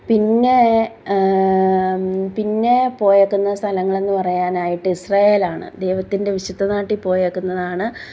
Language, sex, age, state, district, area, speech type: Malayalam, female, 45-60, Kerala, Kottayam, rural, spontaneous